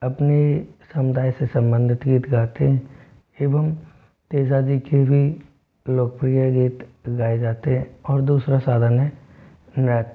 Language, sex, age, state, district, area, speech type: Hindi, male, 45-60, Rajasthan, Jodhpur, urban, spontaneous